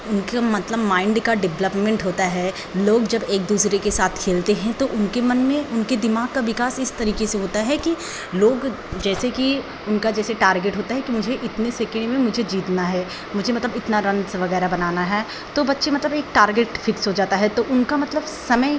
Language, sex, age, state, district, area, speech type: Hindi, female, 18-30, Uttar Pradesh, Pratapgarh, rural, spontaneous